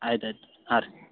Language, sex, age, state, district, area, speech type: Kannada, male, 30-45, Karnataka, Belgaum, rural, conversation